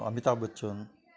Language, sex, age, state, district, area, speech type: Marathi, male, 60+, Maharashtra, Kolhapur, urban, spontaneous